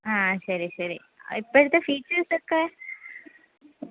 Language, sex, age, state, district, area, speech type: Malayalam, female, 30-45, Kerala, Thiruvananthapuram, urban, conversation